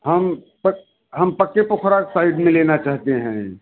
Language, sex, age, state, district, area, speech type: Hindi, male, 60+, Uttar Pradesh, Mirzapur, urban, conversation